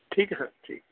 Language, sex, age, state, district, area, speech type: Punjabi, male, 45-60, Punjab, Kapurthala, urban, conversation